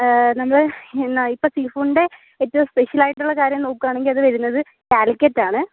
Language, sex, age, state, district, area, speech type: Malayalam, female, 18-30, Kerala, Kozhikode, urban, conversation